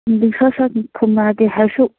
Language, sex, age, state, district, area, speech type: Manipuri, female, 18-30, Manipur, Kangpokpi, urban, conversation